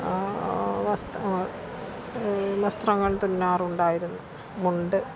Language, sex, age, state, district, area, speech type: Malayalam, female, 60+, Kerala, Thiruvananthapuram, rural, spontaneous